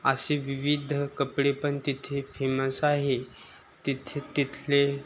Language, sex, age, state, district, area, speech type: Marathi, male, 18-30, Maharashtra, Osmanabad, rural, spontaneous